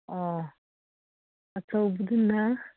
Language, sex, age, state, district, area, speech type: Manipuri, female, 45-60, Manipur, Ukhrul, rural, conversation